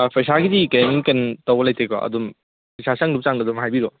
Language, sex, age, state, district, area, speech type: Manipuri, male, 18-30, Manipur, Kangpokpi, urban, conversation